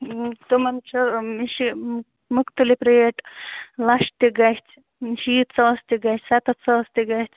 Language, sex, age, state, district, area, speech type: Kashmiri, female, 30-45, Jammu and Kashmir, Bandipora, rural, conversation